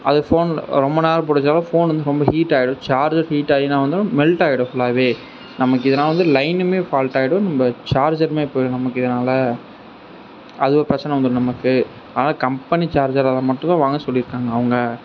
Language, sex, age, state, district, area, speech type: Tamil, male, 45-60, Tamil Nadu, Sivaganga, urban, spontaneous